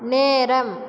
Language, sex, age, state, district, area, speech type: Tamil, female, 60+, Tamil Nadu, Cuddalore, rural, read